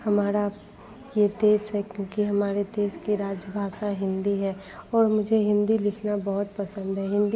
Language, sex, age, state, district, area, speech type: Hindi, female, 18-30, Bihar, Madhepura, rural, spontaneous